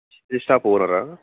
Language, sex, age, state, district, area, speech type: Telugu, male, 18-30, Telangana, Nalgonda, urban, conversation